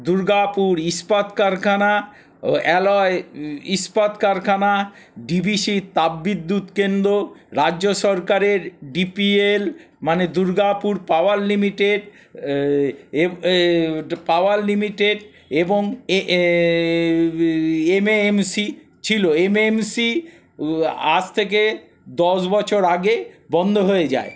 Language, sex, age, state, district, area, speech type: Bengali, male, 60+, West Bengal, Paschim Bardhaman, urban, spontaneous